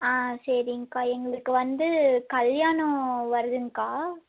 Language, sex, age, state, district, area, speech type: Tamil, female, 18-30, Tamil Nadu, Erode, rural, conversation